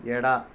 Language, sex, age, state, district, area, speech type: Kannada, male, 45-60, Karnataka, Kolar, urban, read